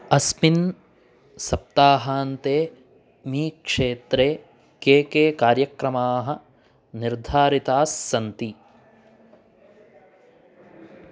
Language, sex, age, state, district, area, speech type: Sanskrit, male, 18-30, Karnataka, Chikkamagaluru, urban, read